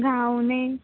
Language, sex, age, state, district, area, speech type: Marathi, female, 18-30, Maharashtra, Sindhudurg, rural, conversation